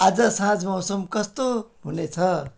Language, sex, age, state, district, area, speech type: Nepali, male, 60+, West Bengal, Jalpaiguri, rural, read